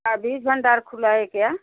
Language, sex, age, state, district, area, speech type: Hindi, female, 60+, Uttar Pradesh, Jaunpur, rural, conversation